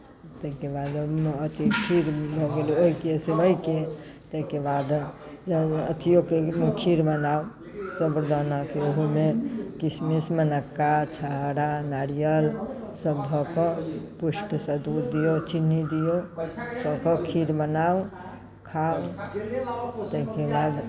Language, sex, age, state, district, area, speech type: Maithili, female, 45-60, Bihar, Muzaffarpur, rural, spontaneous